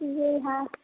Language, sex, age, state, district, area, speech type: Maithili, female, 18-30, Bihar, Sitamarhi, rural, conversation